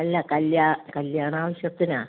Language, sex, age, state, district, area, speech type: Malayalam, female, 60+, Kerala, Kozhikode, rural, conversation